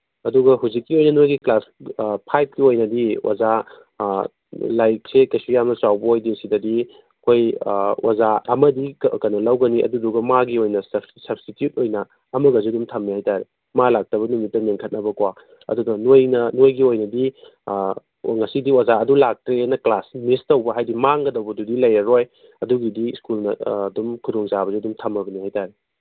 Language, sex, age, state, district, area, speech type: Manipuri, male, 30-45, Manipur, Kangpokpi, urban, conversation